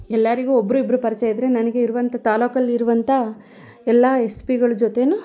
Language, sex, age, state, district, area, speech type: Kannada, female, 30-45, Karnataka, Mandya, rural, spontaneous